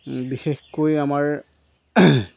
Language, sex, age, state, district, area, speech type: Assamese, male, 30-45, Assam, Charaideo, rural, spontaneous